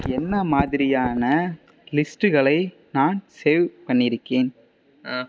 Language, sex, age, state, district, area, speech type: Tamil, male, 18-30, Tamil Nadu, Ariyalur, rural, read